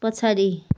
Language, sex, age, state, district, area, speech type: Nepali, female, 30-45, West Bengal, Kalimpong, rural, read